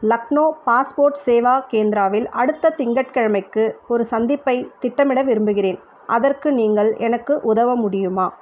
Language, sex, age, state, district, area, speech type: Tamil, female, 30-45, Tamil Nadu, Ranipet, urban, read